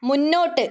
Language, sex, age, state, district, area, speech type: Malayalam, female, 18-30, Kerala, Kannur, rural, read